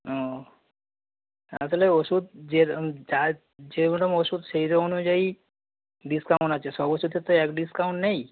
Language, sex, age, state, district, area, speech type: Bengali, male, 45-60, West Bengal, Dakshin Dinajpur, rural, conversation